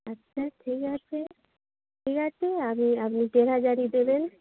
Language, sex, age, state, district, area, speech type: Bengali, female, 30-45, West Bengal, Darjeeling, rural, conversation